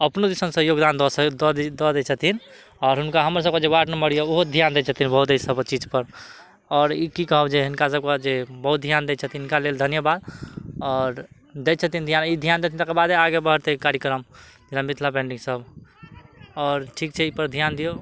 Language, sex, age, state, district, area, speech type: Maithili, male, 30-45, Bihar, Madhubani, rural, spontaneous